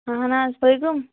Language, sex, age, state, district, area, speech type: Kashmiri, female, 18-30, Jammu and Kashmir, Kulgam, rural, conversation